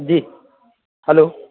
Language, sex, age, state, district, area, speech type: Urdu, male, 30-45, Bihar, Khagaria, rural, conversation